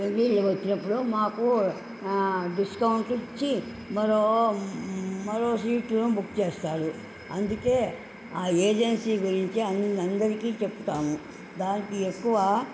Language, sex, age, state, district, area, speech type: Telugu, female, 60+, Andhra Pradesh, Nellore, urban, spontaneous